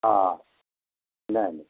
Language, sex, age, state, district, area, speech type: Telugu, male, 45-60, Telangana, Peddapalli, rural, conversation